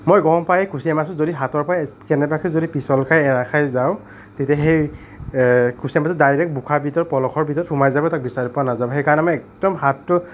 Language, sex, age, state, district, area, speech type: Assamese, male, 60+, Assam, Nagaon, rural, spontaneous